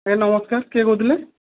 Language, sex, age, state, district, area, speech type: Odia, male, 30-45, Odisha, Sundergarh, urban, conversation